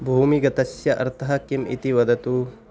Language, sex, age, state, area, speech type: Sanskrit, male, 18-30, Delhi, rural, read